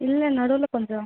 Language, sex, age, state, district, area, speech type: Tamil, female, 18-30, Tamil Nadu, Cuddalore, rural, conversation